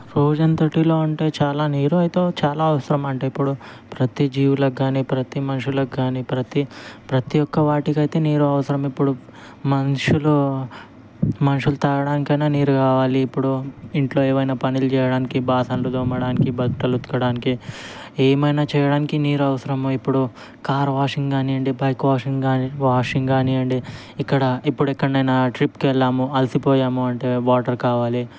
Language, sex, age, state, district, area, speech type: Telugu, male, 18-30, Telangana, Ranga Reddy, urban, spontaneous